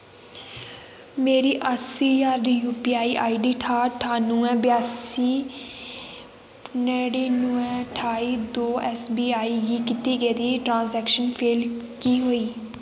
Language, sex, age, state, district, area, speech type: Dogri, female, 18-30, Jammu and Kashmir, Kathua, rural, read